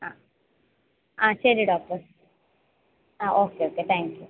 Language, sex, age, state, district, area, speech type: Malayalam, female, 30-45, Kerala, Kasaragod, rural, conversation